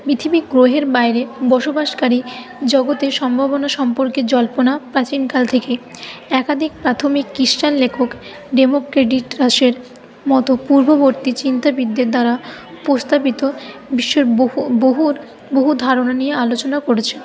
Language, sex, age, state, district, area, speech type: Bengali, female, 30-45, West Bengal, Paschim Bardhaman, urban, spontaneous